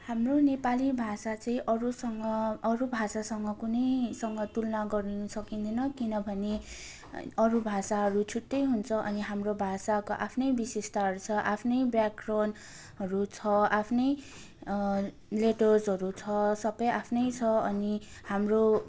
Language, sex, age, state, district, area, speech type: Nepali, female, 18-30, West Bengal, Darjeeling, rural, spontaneous